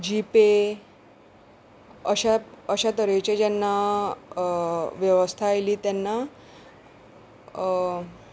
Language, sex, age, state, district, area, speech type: Goan Konkani, female, 30-45, Goa, Salcete, rural, spontaneous